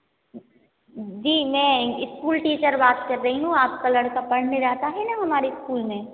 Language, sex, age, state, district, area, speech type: Hindi, female, 45-60, Madhya Pradesh, Hoshangabad, rural, conversation